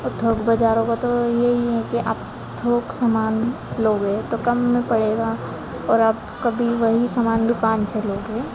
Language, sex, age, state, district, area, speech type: Hindi, female, 18-30, Madhya Pradesh, Harda, urban, spontaneous